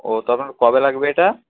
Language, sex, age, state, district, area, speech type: Bengali, male, 18-30, West Bengal, Nadia, rural, conversation